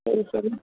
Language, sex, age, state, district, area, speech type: Tamil, female, 18-30, Tamil Nadu, Nilgiris, urban, conversation